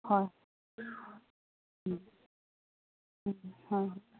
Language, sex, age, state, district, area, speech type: Manipuri, female, 18-30, Manipur, Kangpokpi, rural, conversation